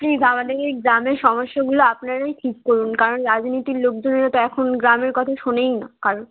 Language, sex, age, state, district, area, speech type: Bengali, female, 18-30, West Bengal, Uttar Dinajpur, urban, conversation